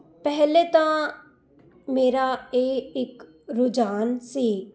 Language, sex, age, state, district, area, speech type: Punjabi, female, 45-60, Punjab, Jalandhar, urban, spontaneous